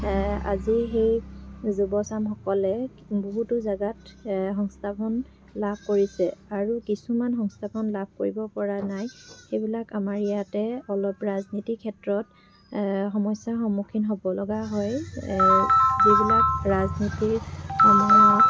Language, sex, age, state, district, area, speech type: Assamese, female, 45-60, Assam, Dibrugarh, rural, spontaneous